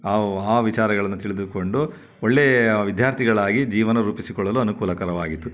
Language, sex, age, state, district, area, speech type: Kannada, male, 60+, Karnataka, Chitradurga, rural, spontaneous